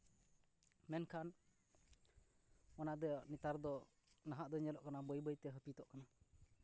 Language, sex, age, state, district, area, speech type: Santali, male, 30-45, West Bengal, Purba Bardhaman, rural, spontaneous